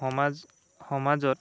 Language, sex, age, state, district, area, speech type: Assamese, male, 18-30, Assam, Dhemaji, rural, spontaneous